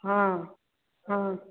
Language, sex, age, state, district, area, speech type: Maithili, female, 18-30, Bihar, Samastipur, rural, conversation